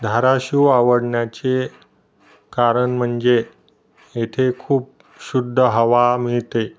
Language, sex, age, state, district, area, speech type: Marathi, male, 30-45, Maharashtra, Osmanabad, rural, spontaneous